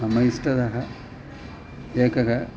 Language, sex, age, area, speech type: Sanskrit, male, 60+, urban, spontaneous